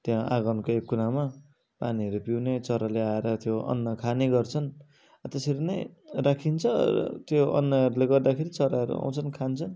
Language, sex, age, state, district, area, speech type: Nepali, male, 30-45, West Bengal, Darjeeling, rural, spontaneous